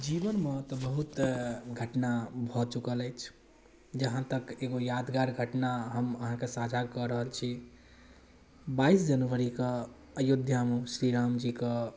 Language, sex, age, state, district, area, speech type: Maithili, male, 18-30, Bihar, Darbhanga, rural, spontaneous